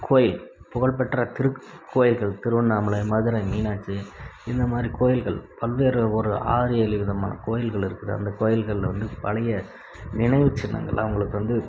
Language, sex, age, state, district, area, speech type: Tamil, male, 45-60, Tamil Nadu, Krishnagiri, rural, spontaneous